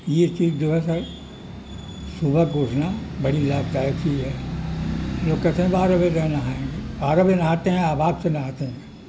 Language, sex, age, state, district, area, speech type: Urdu, male, 60+, Uttar Pradesh, Mirzapur, rural, spontaneous